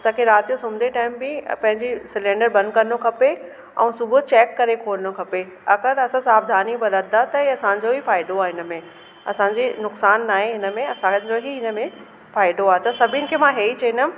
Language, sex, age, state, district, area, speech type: Sindhi, female, 30-45, Delhi, South Delhi, urban, spontaneous